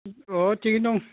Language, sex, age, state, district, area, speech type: Bodo, male, 45-60, Assam, Baksa, urban, conversation